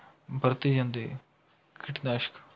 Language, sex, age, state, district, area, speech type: Punjabi, male, 18-30, Punjab, Rupnagar, rural, spontaneous